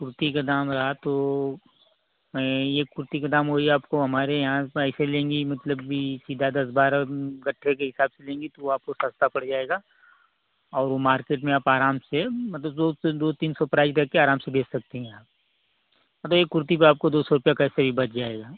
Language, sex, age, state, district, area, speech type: Hindi, male, 18-30, Uttar Pradesh, Ghazipur, rural, conversation